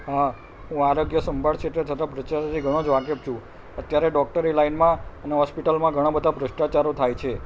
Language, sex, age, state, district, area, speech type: Gujarati, male, 45-60, Gujarat, Kheda, rural, spontaneous